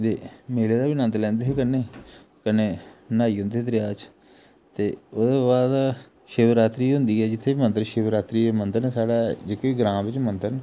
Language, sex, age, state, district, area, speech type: Dogri, male, 30-45, Jammu and Kashmir, Jammu, rural, spontaneous